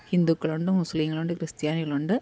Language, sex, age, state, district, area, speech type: Malayalam, female, 45-60, Kerala, Pathanamthitta, rural, spontaneous